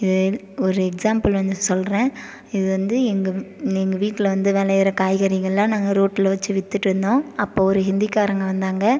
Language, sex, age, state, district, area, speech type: Tamil, female, 18-30, Tamil Nadu, Viluppuram, urban, spontaneous